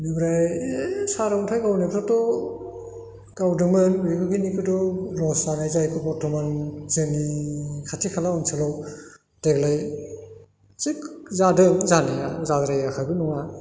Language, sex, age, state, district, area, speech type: Bodo, male, 60+, Assam, Chirang, rural, spontaneous